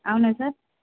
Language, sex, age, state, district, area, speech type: Telugu, female, 18-30, Andhra Pradesh, Nellore, rural, conversation